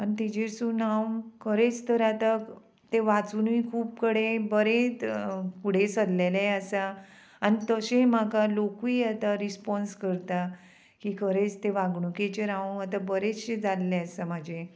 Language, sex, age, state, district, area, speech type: Goan Konkani, female, 45-60, Goa, Murmgao, rural, spontaneous